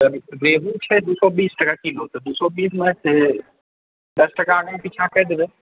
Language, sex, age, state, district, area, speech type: Maithili, male, 18-30, Bihar, Purnia, urban, conversation